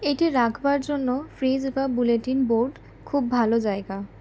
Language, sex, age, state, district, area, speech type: Bengali, female, 18-30, West Bengal, Howrah, urban, read